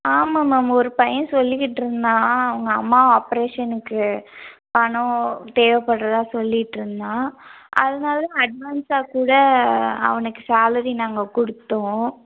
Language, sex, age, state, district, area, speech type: Tamil, female, 18-30, Tamil Nadu, Madurai, urban, conversation